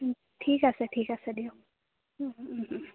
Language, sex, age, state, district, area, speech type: Assamese, female, 18-30, Assam, Jorhat, urban, conversation